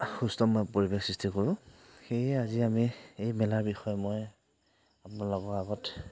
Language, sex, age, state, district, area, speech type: Assamese, male, 45-60, Assam, Nagaon, rural, spontaneous